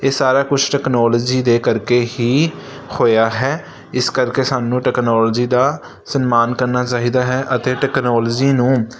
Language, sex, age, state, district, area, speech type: Punjabi, male, 18-30, Punjab, Hoshiarpur, urban, spontaneous